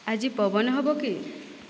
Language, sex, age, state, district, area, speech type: Odia, female, 18-30, Odisha, Boudh, rural, read